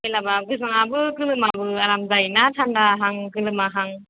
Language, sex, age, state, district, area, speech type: Bodo, female, 30-45, Assam, Chirang, urban, conversation